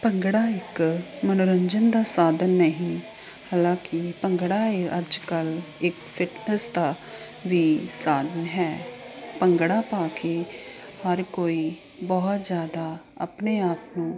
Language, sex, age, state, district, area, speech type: Punjabi, female, 30-45, Punjab, Ludhiana, urban, spontaneous